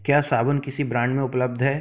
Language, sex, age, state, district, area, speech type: Hindi, male, 30-45, Madhya Pradesh, Jabalpur, urban, read